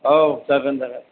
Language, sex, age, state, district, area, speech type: Bodo, male, 45-60, Assam, Chirang, rural, conversation